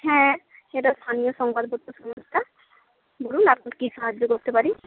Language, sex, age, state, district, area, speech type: Bengali, female, 30-45, West Bengal, Paschim Medinipur, rural, conversation